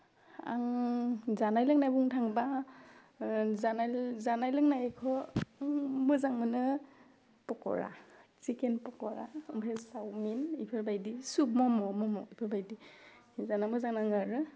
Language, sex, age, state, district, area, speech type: Bodo, female, 18-30, Assam, Udalguri, urban, spontaneous